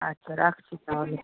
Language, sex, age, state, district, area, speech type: Bengali, female, 45-60, West Bengal, Nadia, rural, conversation